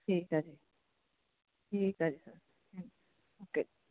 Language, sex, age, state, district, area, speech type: Punjabi, female, 30-45, Punjab, Fatehgarh Sahib, rural, conversation